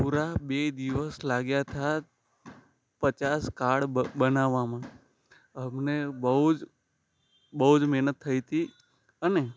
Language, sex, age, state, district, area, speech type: Gujarati, male, 18-30, Gujarat, Anand, rural, spontaneous